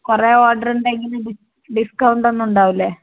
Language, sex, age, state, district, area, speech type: Malayalam, female, 30-45, Kerala, Malappuram, rural, conversation